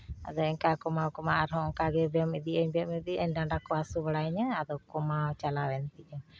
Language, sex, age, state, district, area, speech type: Santali, female, 45-60, West Bengal, Uttar Dinajpur, rural, spontaneous